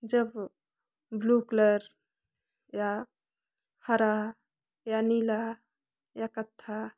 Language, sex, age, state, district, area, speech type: Hindi, female, 18-30, Uttar Pradesh, Prayagraj, rural, spontaneous